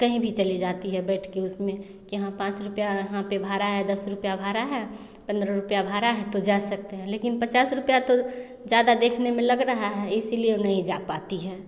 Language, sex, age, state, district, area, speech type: Hindi, female, 30-45, Bihar, Samastipur, rural, spontaneous